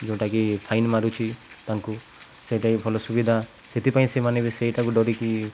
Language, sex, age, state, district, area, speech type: Odia, male, 18-30, Odisha, Nuapada, urban, spontaneous